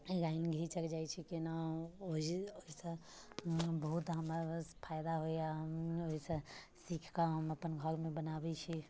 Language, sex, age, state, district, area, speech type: Maithili, female, 18-30, Bihar, Muzaffarpur, urban, spontaneous